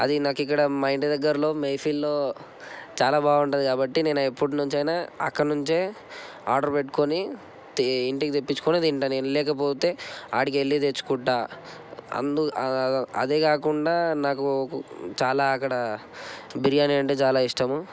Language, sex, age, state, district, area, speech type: Telugu, male, 18-30, Telangana, Medchal, urban, spontaneous